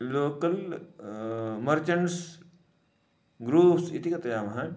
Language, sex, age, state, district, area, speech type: Sanskrit, male, 30-45, Karnataka, Dharwad, urban, spontaneous